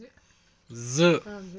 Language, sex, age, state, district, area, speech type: Kashmiri, male, 18-30, Jammu and Kashmir, Pulwama, rural, read